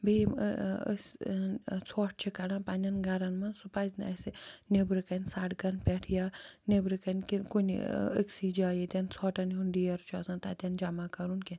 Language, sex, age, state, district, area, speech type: Kashmiri, female, 60+, Jammu and Kashmir, Srinagar, urban, spontaneous